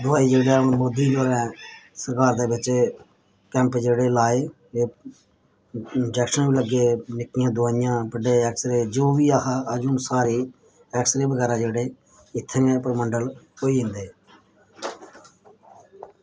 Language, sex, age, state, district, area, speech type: Dogri, male, 30-45, Jammu and Kashmir, Samba, rural, spontaneous